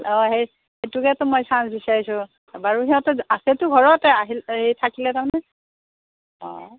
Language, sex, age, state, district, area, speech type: Assamese, female, 60+, Assam, Udalguri, rural, conversation